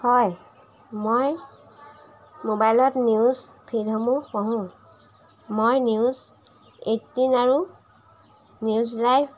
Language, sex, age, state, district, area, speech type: Assamese, female, 45-60, Assam, Jorhat, urban, spontaneous